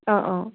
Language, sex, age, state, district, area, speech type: Assamese, female, 30-45, Assam, Charaideo, urban, conversation